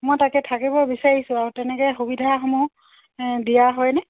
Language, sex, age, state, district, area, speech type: Assamese, female, 30-45, Assam, Dibrugarh, rural, conversation